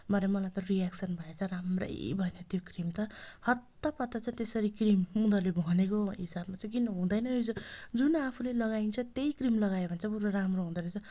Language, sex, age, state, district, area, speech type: Nepali, female, 30-45, West Bengal, Darjeeling, rural, spontaneous